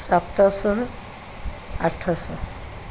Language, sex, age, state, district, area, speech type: Odia, female, 60+, Odisha, Cuttack, urban, spontaneous